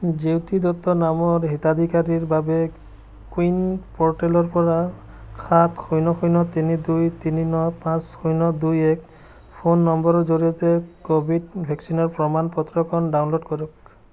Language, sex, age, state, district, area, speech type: Assamese, male, 30-45, Assam, Biswanath, rural, read